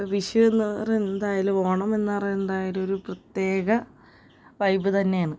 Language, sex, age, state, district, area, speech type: Malayalam, female, 18-30, Kerala, Ernakulam, rural, spontaneous